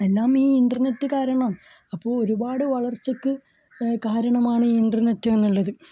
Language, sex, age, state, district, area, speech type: Malayalam, male, 18-30, Kerala, Kasaragod, rural, spontaneous